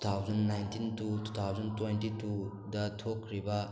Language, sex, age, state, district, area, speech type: Manipuri, male, 18-30, Manipur, Thoubal, rural, spontaneous